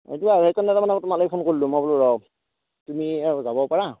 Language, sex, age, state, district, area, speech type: Assamese, male, 30-45, Assam, Darrang, rural, conversation